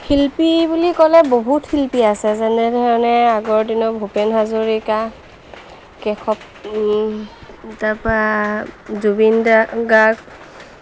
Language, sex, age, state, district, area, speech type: Assamese, female, 30-45, Assam, Lakhimpur, rural, spontaneous